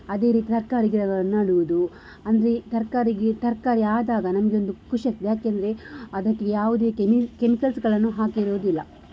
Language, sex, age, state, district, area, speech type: Kannada, female, 18-30, Karnataka, Tumkur, rural, spontaneous